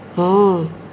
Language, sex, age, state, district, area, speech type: Odia, female, 60+, Odisha, Jagatsinghpur, rural, read